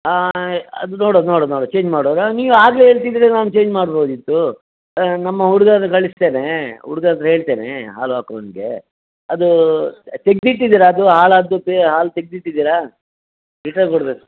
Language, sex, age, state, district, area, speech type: Kannada, male, 60+, Karnataka, Dakshina Kannada, rural, conversation